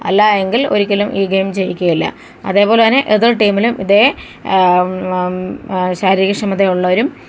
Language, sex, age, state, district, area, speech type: Malayalam, female, 45-60, Kerala, Thiruvananthapuram, rural, spontaneous